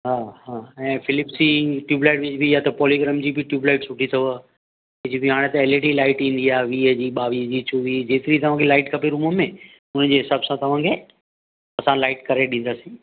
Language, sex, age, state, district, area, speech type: Sindhi, male, 45-60, Maharashtra, Mumbai Suburban, urban, conversation